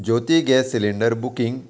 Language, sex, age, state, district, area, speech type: Goan Konkani, male, 30-45, Goa, Murmgao, rural, read